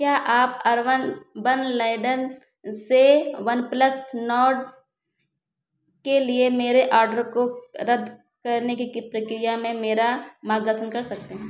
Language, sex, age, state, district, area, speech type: Hindi, female, 30-45, Uttar Pradesh, Ayodhya, rural, read